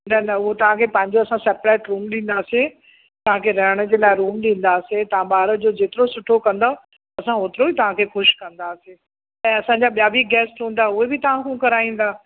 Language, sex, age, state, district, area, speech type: Sindhi, female, 60+, Uttar Pradesh, Lucknow, rural, conversation